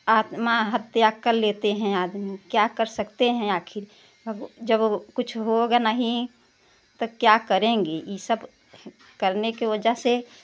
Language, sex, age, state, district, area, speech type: Hindi, female, 60+, Uttar Pradesh, Prayagraj, urban, spontaneous